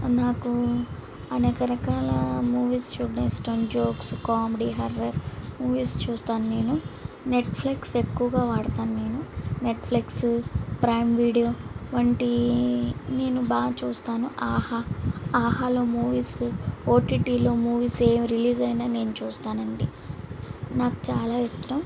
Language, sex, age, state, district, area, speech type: Telugu, female, 18-30, Andhra Pradesh, Guntur, urban, spontaneous